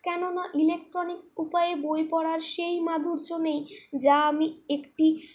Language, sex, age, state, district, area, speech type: Bengali, female, 18-30, West Bengal, Purulia, urban, spontaneous